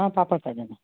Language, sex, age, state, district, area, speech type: Hindi, female, 60+, Madhya Pradesh, Betul, urban, conversation